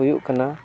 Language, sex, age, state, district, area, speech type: Santali, male, 45-60, Odisha, Mayurbhanj, rural, spontaneous